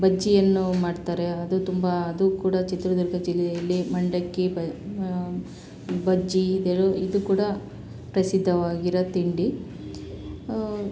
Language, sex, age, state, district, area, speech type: Kannada, female, 30-45, Karnataka, Chitradurga, urban, spontaneous